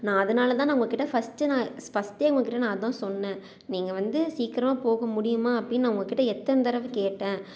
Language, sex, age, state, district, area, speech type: Tamil, female, 18-30, Tamil Nadu, Salem, urban, spontaneous